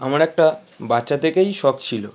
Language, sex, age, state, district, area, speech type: Bengali, male, 18-30, West Bengal, Howrah, urban, spontaneous